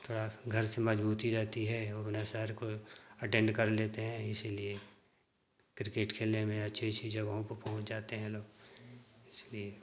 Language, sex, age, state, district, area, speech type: Hindi, male, 60+, Uttar Pradesh, Ghazipur, rural, spontaneous